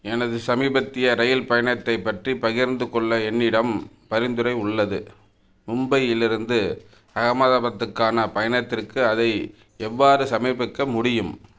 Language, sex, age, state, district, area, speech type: Tamil, male, 45-60, Tamil Nadu, Thanjavur, rural, read